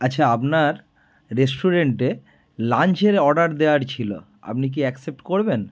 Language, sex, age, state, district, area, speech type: Bengali, male, 30-45, West Bengal, North 24 Parganas, urban, spontaneous